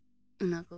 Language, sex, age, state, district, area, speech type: Santali, female, 18-30, West Bengal, Purulia, rural, spontaneous